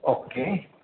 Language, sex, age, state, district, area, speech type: Gujarati, male, 30-45, Gujarat, Ahmedabad, urban, conversation